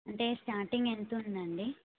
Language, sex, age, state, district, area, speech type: Telugu, female, 18-30, Telangana, Suryapet, urban, conversation